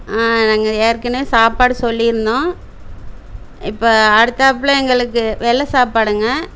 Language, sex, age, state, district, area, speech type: Tamil, female, 60+, Tamil Nadu, Coimbatore, rural, spontaneous